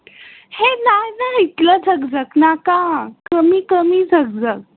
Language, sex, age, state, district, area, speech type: Goan Konkani, female, 18-30, Goa, Tiswadi, rural, conversation